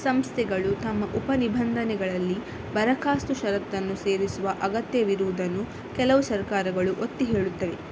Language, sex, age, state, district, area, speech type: Kannada, female, 18-30, Karnataka, Udupi, rural, read